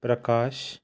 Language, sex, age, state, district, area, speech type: Goan Konkani, male, 18-30, Goa, Ponda, rural, spontaneous